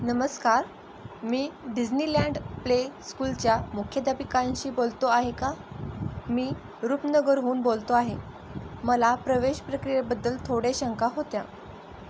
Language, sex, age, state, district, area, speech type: Marathi, female, 18-30, Maharashtra, Osmanabad, rural, read